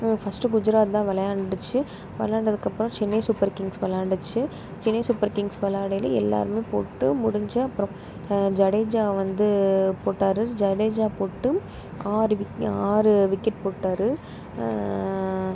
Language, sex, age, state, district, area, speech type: Tamil, female, 30-45, Tamil Nadu, Pudukkottai, rural, spontaneous